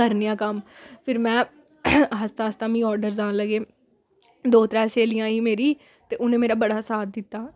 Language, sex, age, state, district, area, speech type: Dogri, female, 18-30, Jammu and Kashmir, Samba, rural, spontaneous